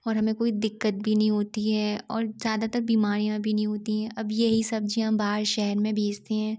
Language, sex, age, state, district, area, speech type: Hindi, female, 30-45, Madhya Pradesh, Gwalior, rural, spontaneous